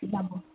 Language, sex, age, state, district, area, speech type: Assamese, female, 60+, Assam, Dhemaji, rural, conversation